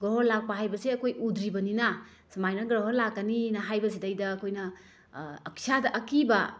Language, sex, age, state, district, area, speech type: Manipuri, female, 30-45, Manipur, Bishnupur, rural, spontaneous